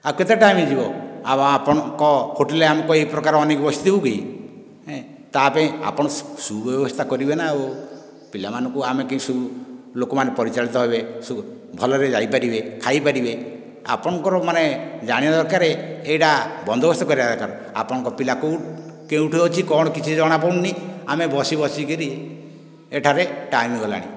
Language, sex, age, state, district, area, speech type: Odia, male, 60+, Odisha, Nayagarh, rural, spontaneous